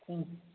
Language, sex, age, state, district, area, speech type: Kannada, female, 60+, Karnataka, Belgaum, rural, conversation